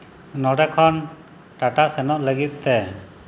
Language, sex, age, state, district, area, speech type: Santali, male, 30-45, Jharkhand, East Singhbhum, rural, spontaneous